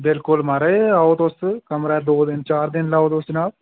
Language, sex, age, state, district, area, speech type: Dogri, male, 18-30, Jammu and Kashmir, Udhampur, rural, conversation